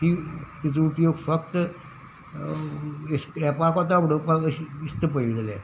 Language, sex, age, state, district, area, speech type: Goan Konkani, male, 60+, Goa, Salcete, rural, spontaneous